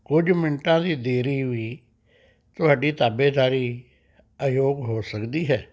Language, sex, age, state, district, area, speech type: Punjabi, male, 60+, Punjab, Rupnagar, urban, read